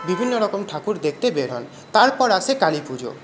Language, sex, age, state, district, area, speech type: Bengali, male, 30-45, West Bengal, Paschim Bardhaman, urban, spontaneous